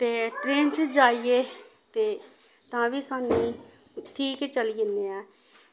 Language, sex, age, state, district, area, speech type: Dogri, female, 30-45, Jammu and Kashmir, Samba, urban, spontaneous